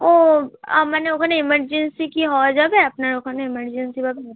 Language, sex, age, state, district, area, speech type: Bengali, female, 18-30, West Bengal, South 24 Parganas, rural, conversation